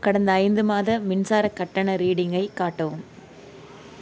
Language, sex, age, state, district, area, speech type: Tamil, female, 18-30, Tamil Nadu, Nagapattinam, rural, read